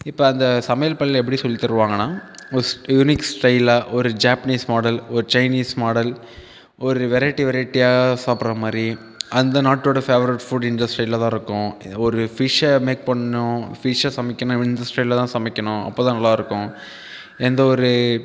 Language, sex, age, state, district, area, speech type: Tamil, male, 18-30, Tamil Nadu, Viluppuram, urban, spontaneous